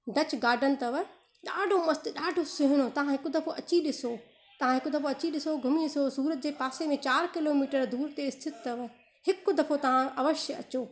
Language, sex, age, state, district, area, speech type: Sindhi, female, 30-45, Gujarat, Surat, urban, spontaneous